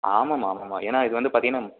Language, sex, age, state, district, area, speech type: Tamil, male, 18-30, Tamil Nadu, Salem, rural, conversation